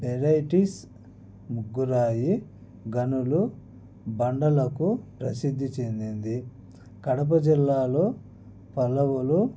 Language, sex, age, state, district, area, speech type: Telugu, male, 30-45, Andhra Pradesh, Annamaya, rural, spontaneous